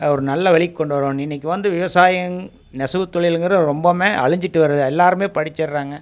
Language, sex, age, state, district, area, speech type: Tamil, male, 45-60, Tamil Nadu, Coimbatore, rural, spontaneous